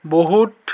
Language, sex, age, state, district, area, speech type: Assamese, male, 60+, Assam, Goalpara, urban, spontaneous